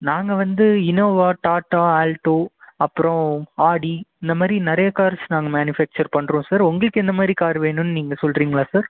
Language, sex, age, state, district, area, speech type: Tamil, male, 18-30, Tamil Nadu, Krishnagiri, rural, conversation